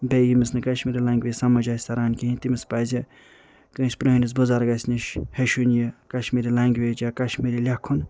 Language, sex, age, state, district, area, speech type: Kashmiri, male, 30-45, Jammu and Kashmir, Ganderbal, urban, spontaneous